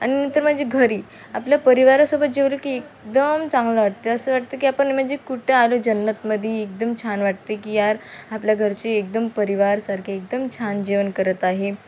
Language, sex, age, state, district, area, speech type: Marathi, female, 18-30, Maharashtra, Wardha, rural, spontaneous